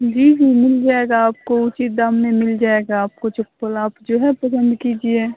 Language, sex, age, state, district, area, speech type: Hindi, female, 18-30, Bihar, Muzaffarpur, rural, conversation